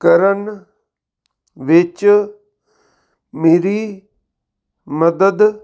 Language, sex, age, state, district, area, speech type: Punjabi, male, 45-60, Punjab, Fazilka, rural, read